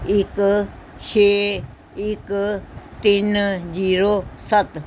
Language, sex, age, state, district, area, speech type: Punjabi, female, 60+, Punjab, Pathankot, rural, read